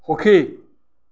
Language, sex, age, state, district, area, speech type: Assamese, male, 60+, Assam, Kamrup Metropolitan, urban, read